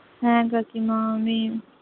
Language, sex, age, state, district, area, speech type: Bengali, female, 30-45, West Bengal, Purulia, urban, conversation